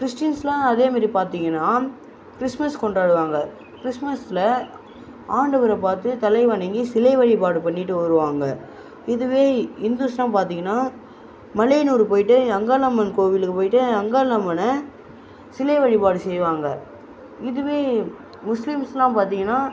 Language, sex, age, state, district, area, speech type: Tamil, male, 30-45, Tamil Nadu, Viluppuram, rural, spontaneous